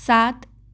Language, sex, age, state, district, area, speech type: Hindi, male, 60+, Rajasthan, Jaipur, urban, read